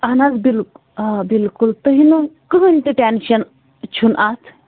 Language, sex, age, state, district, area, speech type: Kashmiri, female, 30-45, Jammu and Kashmir, Bandipora, rural, conversation